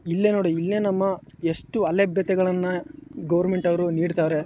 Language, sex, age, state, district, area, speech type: Kannada, male, 18-30, Karnataka, Chamarajanagar, rural, spontaneous